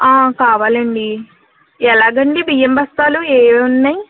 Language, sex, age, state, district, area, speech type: Telugu, female, 45-60, Andhra Pradesh, East Godavari, rural, conversation